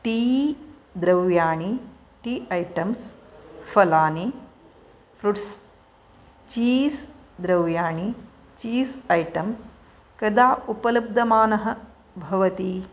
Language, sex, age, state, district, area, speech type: Sanskrit, female, 45-60, Karnataka, Dakshina Kannada, urban, read